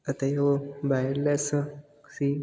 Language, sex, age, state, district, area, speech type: Punjabi, male, 18-30, Punjab, Fatehgarh Sahib, rural, spontaneous